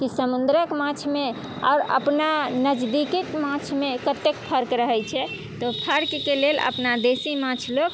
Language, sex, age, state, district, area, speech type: Maithili, female, 30-45, Bihar, Muzaffarpur, rural, spontaneous